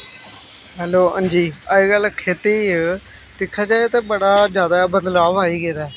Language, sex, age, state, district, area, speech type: Dogri, male, 18-30, Jammu and Kashmir, Samba, rural, spontaneous